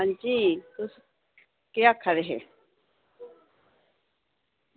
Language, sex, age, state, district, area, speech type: Dogri, female, 45-60, Jammu and Kashmir, Samba, urban, conversation